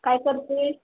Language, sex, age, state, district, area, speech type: Marathi, female, 18-30, Maharashtra, Wardha, rural, conversation